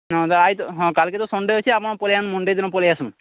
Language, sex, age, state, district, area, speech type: Odia, male, 30-45, Odisha, Sambalpur, rural, conversation